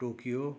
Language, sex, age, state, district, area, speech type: Nepali, male, 60+, West Bengal, Kalimpong, rural, spontaneous